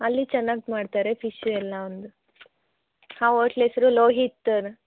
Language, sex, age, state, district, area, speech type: Kannada, female, 18-30, Karnataka, Chikkaballapur, rural, conversation